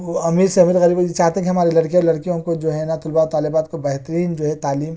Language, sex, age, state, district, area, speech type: Urdu, male, 30-45, Telangana, Hyderabad, urban, spontaneous